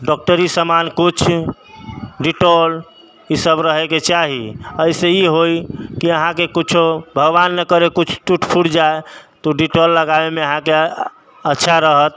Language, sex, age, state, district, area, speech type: Maithili, male, 30-45, Bihar, Sitamarhi, urban, spontaneous